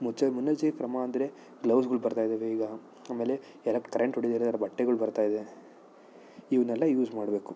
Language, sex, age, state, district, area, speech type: Kannada, male, 30-45, Karnataka, Chikkaballapur, urban, spontaneous